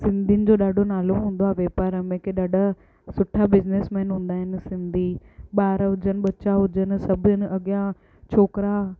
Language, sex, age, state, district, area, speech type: Sindhi, female, 18-30, Gujarat, Surat, urban, spontaneous